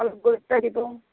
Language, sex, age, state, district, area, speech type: Assamese, female, 18-30, Assam, Barpeta, rural, conversation